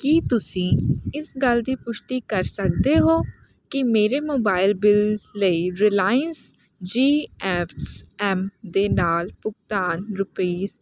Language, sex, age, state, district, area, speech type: Punjabi, female, 18-30, Punjab, Hoshiarpur, rural, read